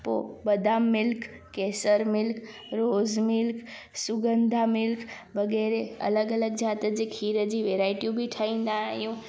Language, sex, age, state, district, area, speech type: Sindhi, female, 18-30, Gujarat, Junagadh, rural, spontaneous